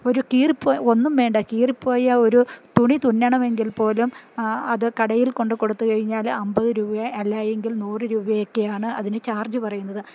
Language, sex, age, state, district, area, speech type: Malayalam, female, 60+, Kerala, Idukki, rural, spontaneous